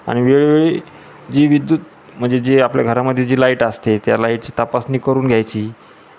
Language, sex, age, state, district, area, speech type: Marathi, male, 45-60, Maharashtra, Jalna, urban, spontaneous